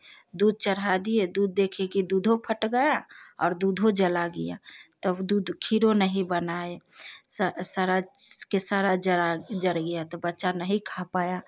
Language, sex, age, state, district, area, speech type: Hindi, female, 30-45, Bihar, Samastipur, rural, spontaneous